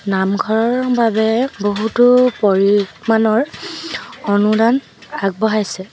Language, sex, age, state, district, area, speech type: Assamese, female, 18-30, Assam, Dibrugarh, rural, spontaneous